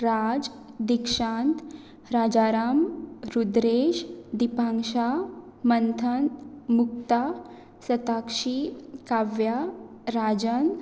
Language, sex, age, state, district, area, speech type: Goan Konkani, female, 18-30, Goa, Pernem, rural, spontaneous